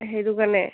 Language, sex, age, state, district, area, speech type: Assamese, female, 18-30, Assam, Dibrugarh, rural, conversation